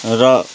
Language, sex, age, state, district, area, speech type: Nepali, male, 45-60, West Bengal, Kalimpong, rural, spontaneous